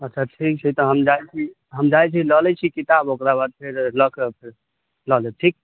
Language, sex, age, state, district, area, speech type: Maithili, male, 30-45, Bihar, Sitamarhi, rural, conversation